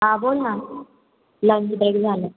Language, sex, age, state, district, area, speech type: Marathi, female, 18-30, Maharashtra, Ahmednagar, urban, conversation